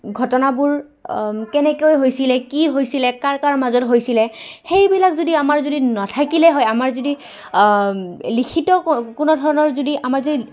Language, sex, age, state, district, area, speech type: Assamese, female, 18-30, Assam, Goalpara, urban, spontaneous